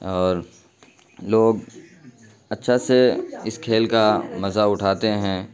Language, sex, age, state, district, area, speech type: Urdu, male, 30-45, Bihar, Khagaria, rural, spontaneous